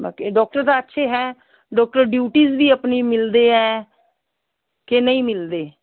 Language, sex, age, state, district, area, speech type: Punjabi, female, 60+, Punjab, Fazilka, rural, conversation